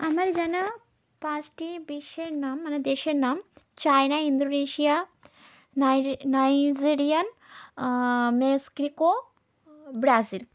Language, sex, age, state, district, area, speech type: Bengali, female, 18-30, West Bengal, South 24 Parganas, rural, spontaneous